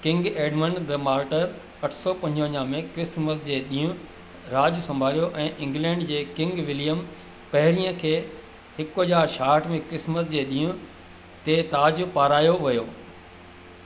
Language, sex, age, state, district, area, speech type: Sindhi, male, 60+, Madhya Pradesh, Katni, urban, read